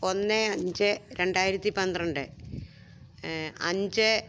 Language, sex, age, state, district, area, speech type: Malayalam, female, 60+, Kerala, Alappuzha, rural, spontaneous